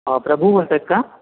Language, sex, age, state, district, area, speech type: Marathi, male, 30-45, Maharashtra, Sindhudurg, rural, conversation